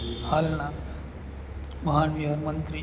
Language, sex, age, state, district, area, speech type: Gujarati, male, 45-60, Gujarat, Narmada, rural, spontaneous